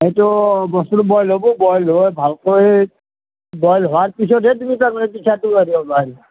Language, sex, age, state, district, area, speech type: Assamese, male, 45-60, Assam, Nalbari, rural, conversation